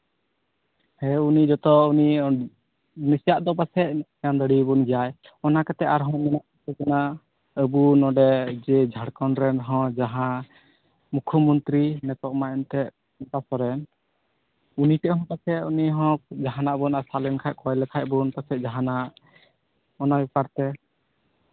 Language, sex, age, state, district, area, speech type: Santali, male, 18-30, West Bengal, Uttar Dinajpur, rural, conversation